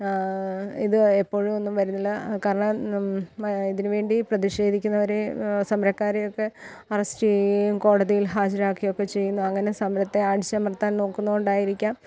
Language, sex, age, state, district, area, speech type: Malayalam, female, 30-45, Kerala, Kottayam, rural, spontaneous